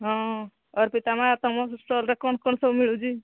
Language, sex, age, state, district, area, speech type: Odia, female, 45-60, Odisha, Angul, rural, conversation